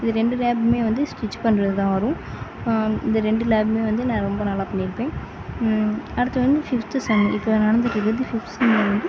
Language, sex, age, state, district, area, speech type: Tamil, female, 18-30, Tamil Nadu, Sivaganga, rural, spontaneous